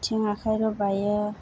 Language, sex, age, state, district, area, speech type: Bodo, female, 30-45, Assam, Chirang, rural, spontaneous